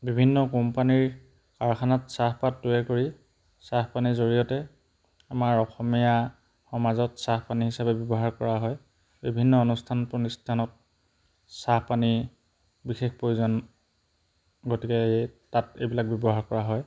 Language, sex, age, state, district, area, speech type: Assamese, male, 30-45, Assam, Charaideo, rural, spontaneous